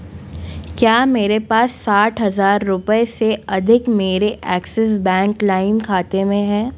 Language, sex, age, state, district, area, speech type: Hindi, female, 18-30, Madhya Pradesh, Jabalpur, urban, read